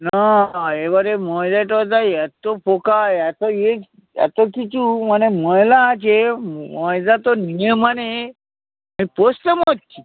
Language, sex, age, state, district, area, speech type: Bengali, male, 60+, West Bengal, Hooghly, rural, conversation